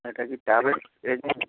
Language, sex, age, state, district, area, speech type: Bengali, male, 45-60, West Bengal, Hooghly, rural, conversation